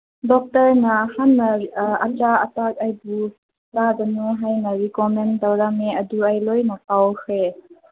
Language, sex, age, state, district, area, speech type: Manipuri, female, 18-30, Manipur, Senapati, urban, conversation